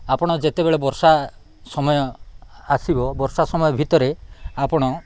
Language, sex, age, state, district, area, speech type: Odia, male, 45-60, Odisha, Nabarangpur, rural, spontaneous